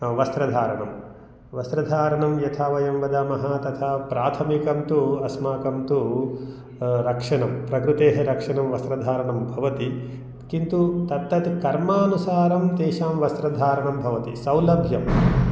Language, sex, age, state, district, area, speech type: Sanskrit, male, 45-60, Telangana, Mahbubnagar, rural, spontaneous